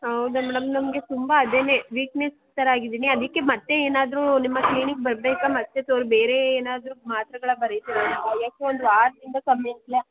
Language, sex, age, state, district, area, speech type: Kannada, female, 30-45, Karnataka, Mandya, rural, conversation